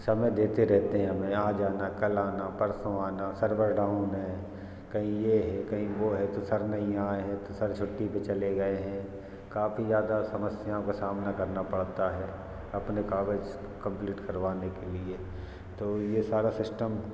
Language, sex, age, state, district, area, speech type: Hindi, male, 30-45, Madhya Pradesh, Hoshangabad, rural, spontaneous